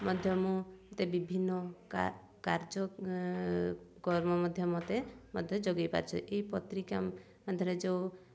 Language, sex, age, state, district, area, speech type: Odia, female, 30-45, Odisha, Mayurbhanj, rural, spontaneous